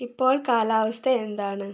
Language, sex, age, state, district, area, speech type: Malayalam, female, 18-30, Kerala, Wayanad, rural, read